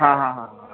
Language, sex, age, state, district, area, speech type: Marathi, male, 18-30, Maharashtra, Nanded, urban, conversation